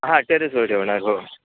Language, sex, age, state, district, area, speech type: Marathi, male, 30-45, Maharashtra, Sindhudurg, rural, conversation